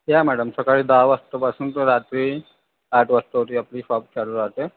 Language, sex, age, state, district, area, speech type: Marathi, male, 45-60, Maharashtra, Nagpur, urban, conversation